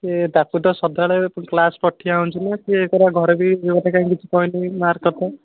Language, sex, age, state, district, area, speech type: Odia, male, 18-30, Odisha, Puri, urban, conversation